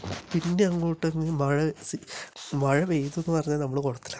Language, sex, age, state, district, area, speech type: Malayalam, male, 30-45, Kerala, Kasaragod, urban, spontaneous